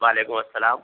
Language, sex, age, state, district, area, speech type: Urdu, male, 45-60, Telangana, Hyderabad, urban, conversation